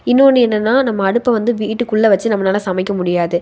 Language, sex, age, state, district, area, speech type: Tamil, female, 18-30, Tamil Nadu, Tiruppur, rural, spontaneous